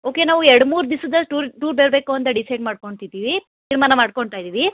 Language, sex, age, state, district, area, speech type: Kannada, female, 60+, Karnataka, Chikkaballapur, urban, conversation